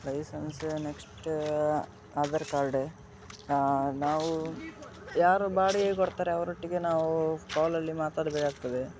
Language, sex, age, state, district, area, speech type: Kannada, male, 18-30, Karnataka, Udupi, rural, spontaneous